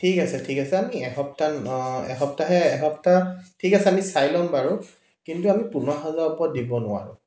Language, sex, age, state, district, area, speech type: Assamese, male, 30-45, Assam, Dibrugarh, urban, spontaneous